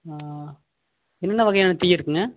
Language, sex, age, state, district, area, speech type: Tamil, male, 18-30, Tamil Nadu, Erode, rural, conversation